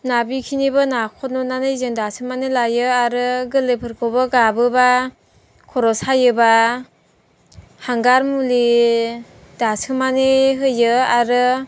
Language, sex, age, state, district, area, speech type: Bodo, female, 18-30, Assam, Chirang, rural, spontaneous